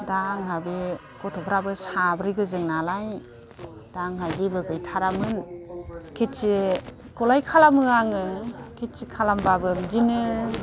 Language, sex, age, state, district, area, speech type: Bodo, female, 60+, Assam, Udalguri, rural, spontaneous